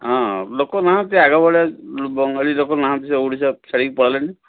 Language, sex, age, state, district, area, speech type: Odia, male, 60+, Odisha, Sundergarh, urban, conversation